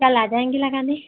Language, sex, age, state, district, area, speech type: Hindi, female, 30-45, Uttar Pradesh, Hardoi, rural, conversation